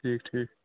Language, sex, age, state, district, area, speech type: Kashmiri, male, 30-45, Jammu and Kashmir, Bandipora, rural, conversation